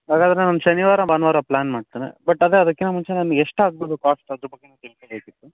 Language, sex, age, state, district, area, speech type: Kannada, male, 30-45, Karnataka, Chitradurga, rural, conversation